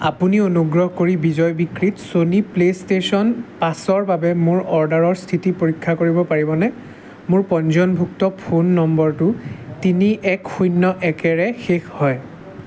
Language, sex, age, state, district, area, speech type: Assamese, male, 18-30, Assam, Jorhat, urban, read